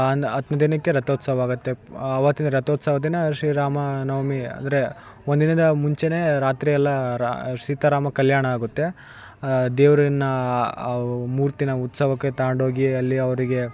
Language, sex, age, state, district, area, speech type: Kannada, male, 18-30, Karnataka, Vijayanagara, rural, spontaneous